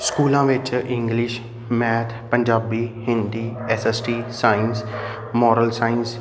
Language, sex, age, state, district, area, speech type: Punjabi, male, 30-45, Punjab, Amritsar, urban, spontaneous